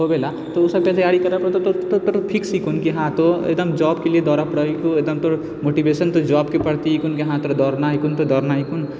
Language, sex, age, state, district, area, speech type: Maithili, male, 30-45, Bihar, Purnia, rural, spontaneous